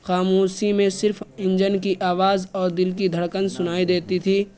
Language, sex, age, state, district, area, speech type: Urdu, male, 18-30, Uttar Pradesh, Balrampur, rural, spontaneous